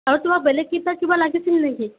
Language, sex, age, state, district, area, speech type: Assamese, female, 18-30, Assam, Darrang, rural, conversation